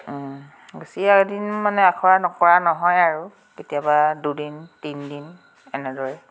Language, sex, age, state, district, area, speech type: Assamese, female, 45-60, Assam, Tinsukia, urban, spontaneous